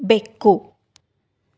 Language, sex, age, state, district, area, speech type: Kannada, female, 30-45, Karnataka, Davanagere, rural, read